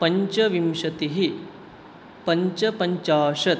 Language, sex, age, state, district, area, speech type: Sanskrit, male, 18-30, West Bengal, Alipurduar, rural, spontaneous